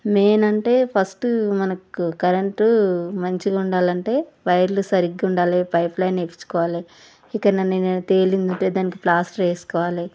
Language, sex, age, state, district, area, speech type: Telugu, female, 30-45, Telangana, Vikarabad, urban, spontaneous